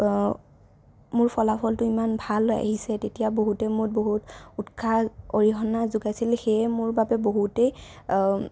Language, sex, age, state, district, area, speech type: Assamese, female, 18-30, Assam, Kamrup Metropolitan, rural, spontaneous